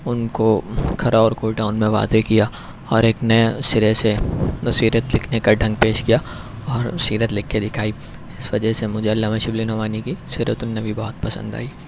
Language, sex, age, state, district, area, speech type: Urdu, male, 18-30, Uttar Pradesh, Shahjahanpur, urban, spontaneous